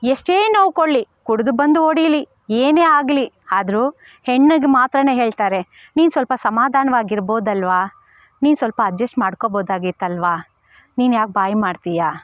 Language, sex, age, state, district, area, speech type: Kannada, female, 30-45, Karnataka, Bangalore Rural, rural, spontaneous